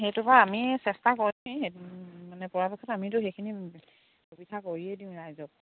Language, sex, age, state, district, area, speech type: Assamese, female, 30-45, Assam, Charaideo, rural, conversation